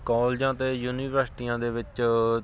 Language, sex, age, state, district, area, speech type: Punjabi, male, 30-45, Punjab, Fatehgarh Sahib, rural, spontaneous